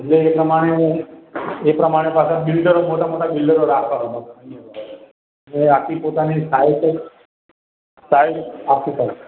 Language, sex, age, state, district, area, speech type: Gujarati, male, 45-60, Gujarat, Ahmedabad, urban, conversation